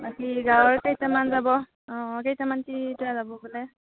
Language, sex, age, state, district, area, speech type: Assamese, female, 60+, Assam, Darrang, rural, conversation